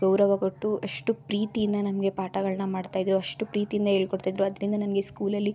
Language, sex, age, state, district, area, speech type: Kannada, female, 18-30, Karnataka, Mysore, urban, spontaneous